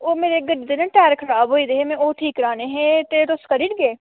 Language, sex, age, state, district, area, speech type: Dogri, female, 18-30, Jammu and Kashmir, Samba, rural, conversation